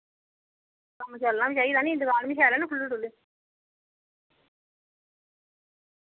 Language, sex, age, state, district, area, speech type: Dogri, female, 45-60, Jammu and Kashmir, Reasi, rural, conversation